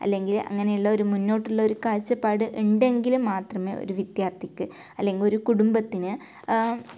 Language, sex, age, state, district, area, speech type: Malayalam, female, 18-30, Kerala, Kasaragod, rural, spontaneous